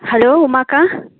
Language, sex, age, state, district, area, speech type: Tamil, female, 45-60, Tamil Nadu, Pudukkottai, rural, conversation